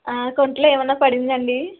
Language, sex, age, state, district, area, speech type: Telugu, female, 30-45, Andhra Pradesh, West Godavari, rural, conversation